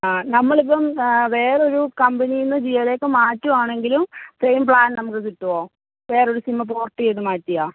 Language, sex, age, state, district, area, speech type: Malayalam, female, 30-45, Kerala, Malappuram, rural, conversation